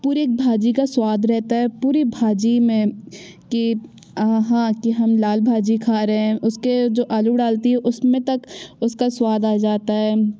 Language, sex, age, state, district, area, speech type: Hindi, female, 30-45, Madhya Pradesh, Jabalpur, urban, spontaneous